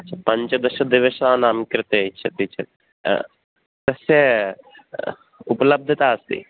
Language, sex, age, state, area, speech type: Sanskrit, male, 18-30, Rajasthan, urban, conversation